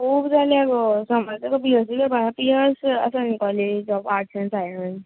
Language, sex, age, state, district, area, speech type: Goan Konkani, female, 30-45, Goa, Ponda, rural, conversation